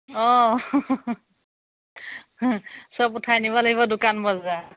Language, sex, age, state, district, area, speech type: Assamese, female, 30-45, Assam, Majuli, urban, conversation